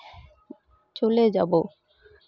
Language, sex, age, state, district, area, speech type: Santali, female, 30-45, West Bengal, Malda, rural, spontaneous